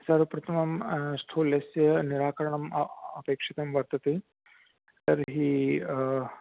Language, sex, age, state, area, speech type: Sanskrit, male, 45-60, Rajasthan, rural, conversation